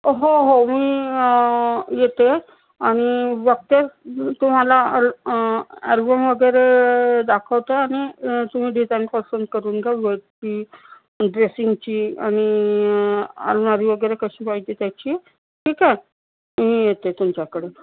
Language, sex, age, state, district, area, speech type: Marathi, female, 60+, Maharashtra, Nagpur, urban, conversation